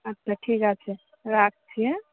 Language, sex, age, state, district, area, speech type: Bengali, female, 30-45, West Bengal, Darjeeling, urban, conversation